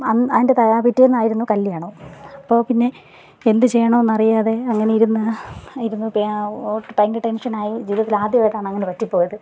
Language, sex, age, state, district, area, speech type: Malayalam, female, 30-45, Kerala, Thiruvananthapuram, rural, spontaneous